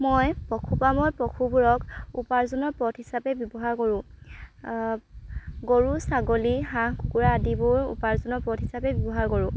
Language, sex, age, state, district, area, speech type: Assamese, female, 18-30, Assam, Dhemaji, rural, spontaneous